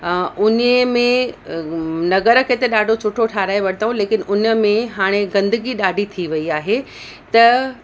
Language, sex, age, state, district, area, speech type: Sindhi, female, 30-45, Uttar Pradesh, Lucknow, urban, spontaneous